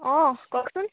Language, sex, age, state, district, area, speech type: Assamese, female, 18-30, Assam, Jorhat, urban, conversation